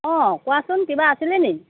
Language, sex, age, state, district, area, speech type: Assamese, female, 60+, Assam, Lakhimpur, rural, conversation